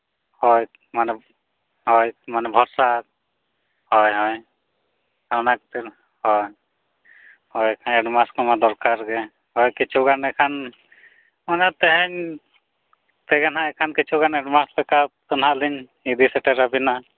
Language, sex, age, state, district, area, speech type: Santali, male, 30-45, Jharkhand, East Singhbhum, rural, conversation